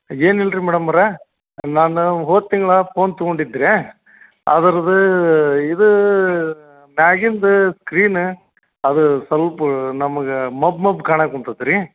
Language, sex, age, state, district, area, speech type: Kannada, male, 45-60, Karnataka, Gadag, rural, conversation